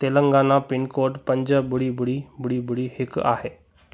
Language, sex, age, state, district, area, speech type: Sindhi, male, 18-30, Gujarat, Kutch, rural, read